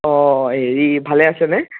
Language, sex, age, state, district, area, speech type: Assamese, male, 18-30, Assam, Kamrup Metropolitan, urban, conversation